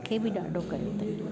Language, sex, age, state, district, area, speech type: Sindhi, female, 60+, Delhi, South Delhi, urban, spontaneous